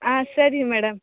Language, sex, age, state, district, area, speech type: Kannada, female, 18-30, Karnataka, Kodagu, rural, conversation